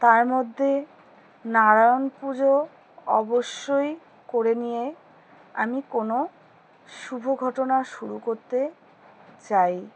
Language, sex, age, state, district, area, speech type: Bengali, female, 30-45, West Bengal, Alipurduar, rural, spontaneous